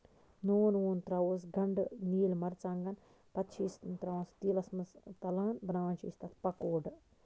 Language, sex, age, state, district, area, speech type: Kashmiri, female, 30-45, Jammu and Kashmir, Baramulla, rural, spontaneous